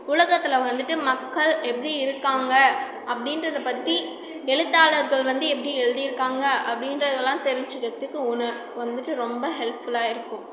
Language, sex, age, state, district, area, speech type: Tamil, female, 30-45, Tamil Nadu, Cuddalore, rural, spontaneous